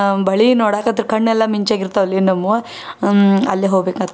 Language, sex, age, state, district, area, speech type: Kannada, female, 30-45, Karnataka, Dharwad, rural, spontaneous